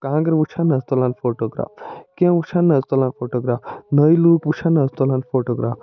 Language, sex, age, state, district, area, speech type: Kashmiri, male, 45-60, Jammu and Kashmir, Budgam, urban, spontaneous